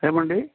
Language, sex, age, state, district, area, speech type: Telugu, male, 60+, Telangana, Warangal, urban, conversation